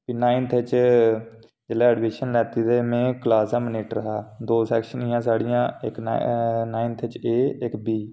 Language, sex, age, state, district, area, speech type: Dogri, male, 18-30, Jammu and Kashmir, Reasi, urban, spontaneous